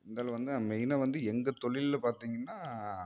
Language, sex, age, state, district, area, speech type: Tamil, male, 30-45, Tamil Nadu, Namakkal, rural, spontaneous